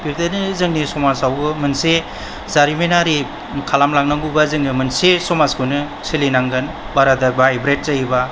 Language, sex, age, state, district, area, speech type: Bodo, male, 45-60, Assam, Kokrajhar, rural, spontaneous